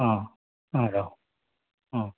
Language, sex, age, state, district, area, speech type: Goan Konkani, male, 45-60, Goa, Bardez, rural, conversation